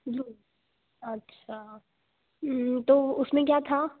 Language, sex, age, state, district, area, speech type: Hindi, female, 18-30, Madhya Pradesh, Betul, rural, conversation